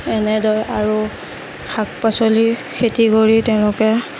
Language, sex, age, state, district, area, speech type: Assamese, female, 30-45, Assam, Darrang, rural, spontaneous